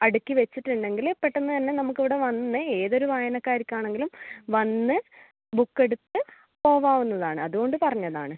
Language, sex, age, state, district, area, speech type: Malayalam, female, 18-30, Kerala, Kannur, rural, conversation